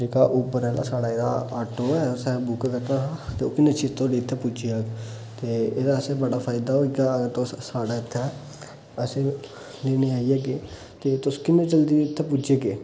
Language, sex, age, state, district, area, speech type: Dogri, male, 18-30, Jammu and Kashmir, Udhampur, urban, spontaneous